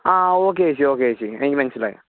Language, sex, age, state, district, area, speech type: Malayalam, male, 18-30, Kerala, Pathanamthitta, rural, conversation